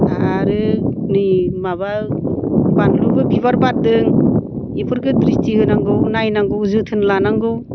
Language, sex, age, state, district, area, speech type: Bodo, female, 45-60, Assam, Baksa, rural, spontaneous